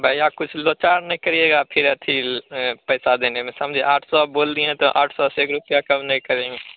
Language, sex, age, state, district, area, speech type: Hindi, male, 18-30, Bihar, Begusarai, rural, conversation